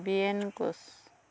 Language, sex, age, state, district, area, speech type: Assamese, female, 45-60, Assam, Dhemaji, rural, spontaneous